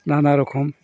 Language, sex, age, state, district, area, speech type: Bodo, male, 60+, Assam, Chirang, rural, spontaneous